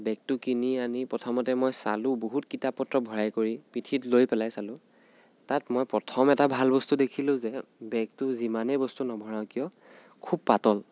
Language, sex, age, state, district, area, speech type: Assamese, male, 18-30, Assam, Nagaon, rural, spontaneous